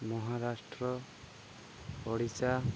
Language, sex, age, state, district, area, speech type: Odia, male, 30-45, Odisha, Nabarangpur, urban, spontaneous